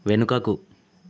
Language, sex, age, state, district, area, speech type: Telugu, male, 18-30, Telangana, Vikarabad, urban, read